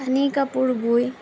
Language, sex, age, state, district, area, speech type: Assamese, female, 30-45, Assam, Darrang, rural, spontaneous